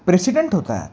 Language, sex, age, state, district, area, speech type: Marathi, male, 18-30, Maharashtra, Sangli, urban, spontaneous